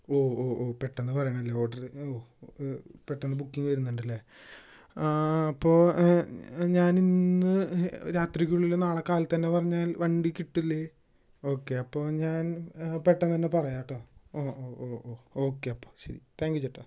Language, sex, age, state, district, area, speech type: Malayalam, male, 18-30, Kerala, Thrissur, urban, spontaneous